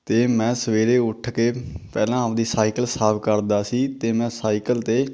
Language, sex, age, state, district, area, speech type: Punjabi, male, 18-30, Punjab, Patiala, rural, spontaneous